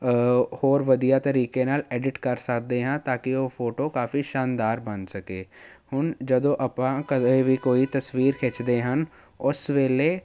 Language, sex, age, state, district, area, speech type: Punjabi, male, 18-30, Punjab, Jalandhar, urban, spontaneous